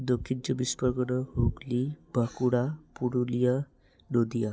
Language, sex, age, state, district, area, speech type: Bengali, male, 18-30, West Bengal, Hooghly, urban, spontaneous